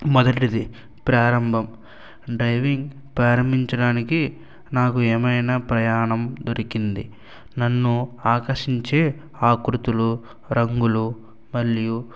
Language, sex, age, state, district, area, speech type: Telugu, male, 60+, Andhra Pradesh, Eluru, rural, spontaneous